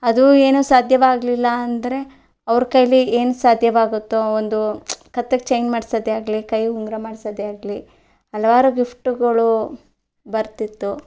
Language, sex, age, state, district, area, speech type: Kannada, female, 30-45, Karnataka, Mandya, rural, spontaneous